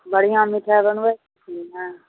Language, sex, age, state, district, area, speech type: Maithili, female, 60+, Bihar, Araria, rural, conversation